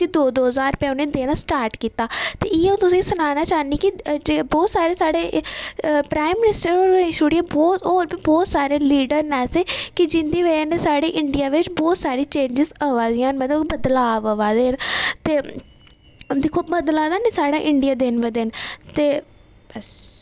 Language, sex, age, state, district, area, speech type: Dogri, female, 18-30, Jammu and Kashmir, Udhampur, rural, spontaneous